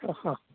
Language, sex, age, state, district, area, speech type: Malayalam, male, 30-45, Kerala, Kottayam, urban, conversation